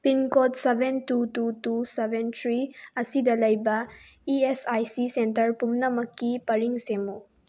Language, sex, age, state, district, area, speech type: Manipuri, female, 18-30, Manipur, Bishnupur, rural, read